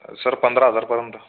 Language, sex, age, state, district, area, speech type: Marathi, male, 18-30, Maharashtra, Buldhana, rural, conversation